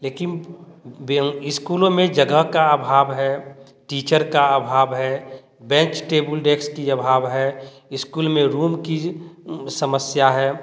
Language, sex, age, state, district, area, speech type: Hindi, male, 45-60, Bihar, Samastipur, urban, spontaneous